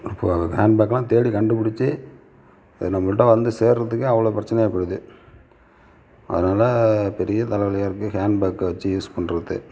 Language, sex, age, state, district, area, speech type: Tamil, male, 60+, Tamil Nadu, Sivaganga, urban, spontaneous